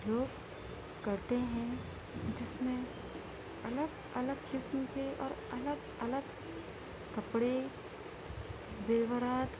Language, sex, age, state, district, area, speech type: Urdu, female, 30-45, Uttar Pradesh, Gautam Buddha Nagar, urban, spontaneous